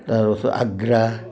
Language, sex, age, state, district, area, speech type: Assamese, male, 60+, Assam, Udalguri, urban, spontaneous